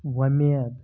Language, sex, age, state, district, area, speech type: Kashmiri, male, 18-30, Jammu and Kashmir, Shopian, rural, read